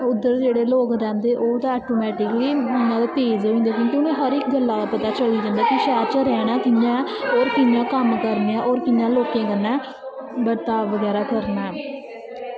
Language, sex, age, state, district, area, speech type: Dogri, female, 18-30, Jammu and Kashmir, Kathua, rural, spontaneous